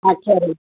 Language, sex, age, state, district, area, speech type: Tamil, female, 45-60, Tamil Nadu, Thoothukudi, rural, conversation